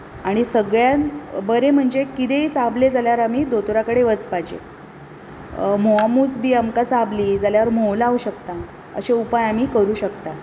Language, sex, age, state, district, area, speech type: Goan Konkani, female, 30-45, Goa, Bardez, rural, spontaneous